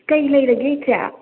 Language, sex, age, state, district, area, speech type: Manipuri, female, 60+, Manipur, Imphal West, urban, conversation